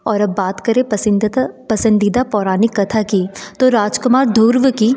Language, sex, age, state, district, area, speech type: Hindi, female, 30-45, Madhya Pradesh, Betul, urban, spontaneous